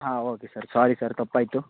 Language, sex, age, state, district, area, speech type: Kannada, male, 18-30, Karnataka, Shimoga, rural, conversation